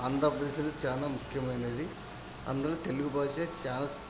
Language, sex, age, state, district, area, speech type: Telugu, male, 45-60, Andhra Pradesh, Kadapa, rural, spontaneous